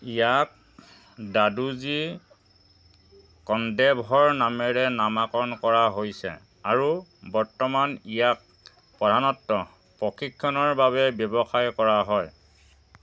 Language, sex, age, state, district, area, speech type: Assamese, male, 60+, Assam, Dhemaji, rural, read